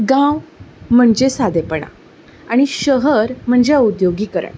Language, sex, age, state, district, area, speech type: Goan Konkani, female, 30-45, Goa, Ponda, rural, spontaneous